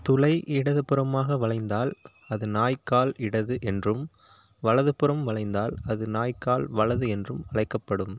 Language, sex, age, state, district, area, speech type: Tamil, male, 30-45, Tamil Nadu, Pudukkottai, rural, read